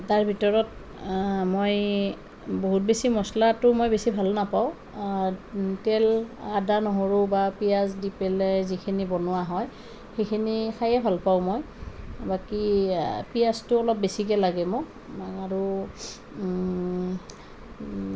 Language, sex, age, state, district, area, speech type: Assamese, female, 30-45, Assam, Nalbari, rural, spontaneous